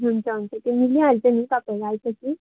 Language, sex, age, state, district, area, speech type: Nepali, female, 18-30, West Bengal, Darjeeling, rural, conversation